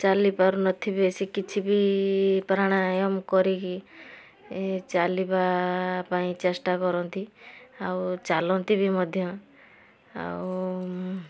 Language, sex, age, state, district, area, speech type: Odia, female, 18-30, Odisha, Balasore, rural, spontaneous